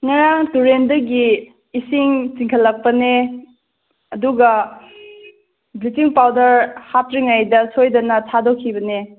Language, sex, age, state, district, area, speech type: Manipuri, female, 30-45, Manipur, Tengnoupal, rural, conversation